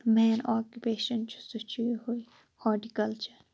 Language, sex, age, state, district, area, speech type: Kashmiri, female, 18-30, Jammu and Kashmir, Shopian, rural, spontaneous